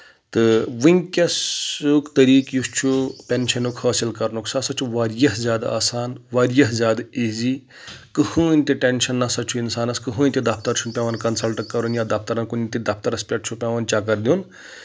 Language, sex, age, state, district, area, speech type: Kashmiri, male, 18-30, Jammu and Kashmir, Anantnag, rural, spontaneous